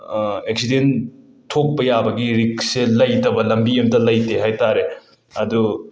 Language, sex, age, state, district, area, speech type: Manipuri, male, 18-30, Manipur, Imphal West, rural, spontaneous